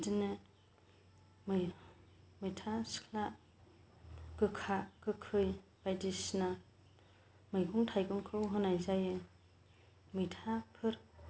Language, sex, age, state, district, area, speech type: Bodo, female, 45-60, Assam, Kokrajhar, rural, spontaneous